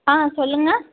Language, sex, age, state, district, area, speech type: Tamil, female, 30-45, Tamil Nadu, Madurai, urban, conversation